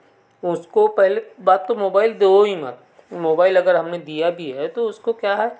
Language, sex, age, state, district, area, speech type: Hindi, male, 45-60, Madhya Pradesh, Betul, rural, spontaneous